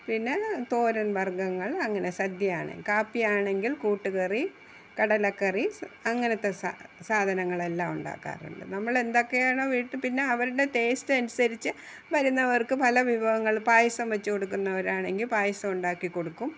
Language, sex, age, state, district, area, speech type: Malayalam, female, 60+, Kerala, Thiruvananthapuram, urban, spontaneous